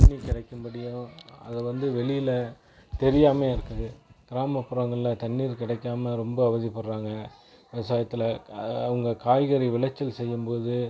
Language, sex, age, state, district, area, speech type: Tamil, male, 30-45, Tamil Nadu, Tiruchirappalli, rural, spontaneous